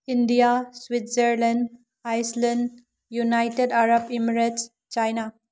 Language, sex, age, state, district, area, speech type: Manipuri, female, 18-30, Manipur, Tengnoupal, rural, spontaneous